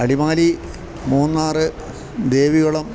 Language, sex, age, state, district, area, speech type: Malayalam, male, 60+, Kerala, Idukki, rural, spontaneous